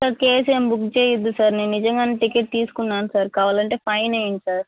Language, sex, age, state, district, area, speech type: Telugu, female, 18-30, Telangana, Komaram Bheem, rural, conversation